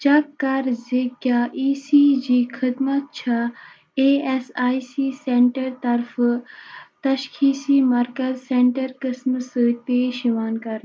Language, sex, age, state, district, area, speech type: Kashmiri, female, 45-60, Jammu and Kashmir, Baramulla, urban, read